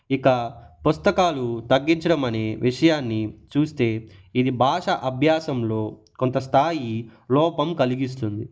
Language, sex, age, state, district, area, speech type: Telugu, male, 18-30, Andhra Pradesh, Sri Balaji, rural, spontaneous